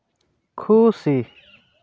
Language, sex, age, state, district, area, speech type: Santali, male, 30-45, West Bengal, Purulia, rural, read